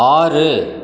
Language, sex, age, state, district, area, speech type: Tamil, male, 60+, Tamil Nadu, Ariyalur, rural, read